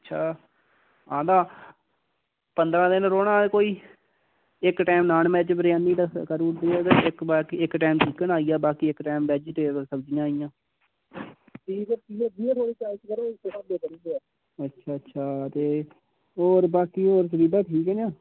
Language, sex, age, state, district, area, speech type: Dogri, male, 18-30, Jammu and Kashmir, Udhampur, rural, conversation